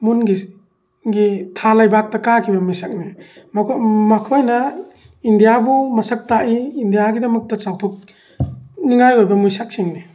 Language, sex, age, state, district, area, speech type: Manipuri, male, 45-60, Manipur, Thoubal, rural, spontaneous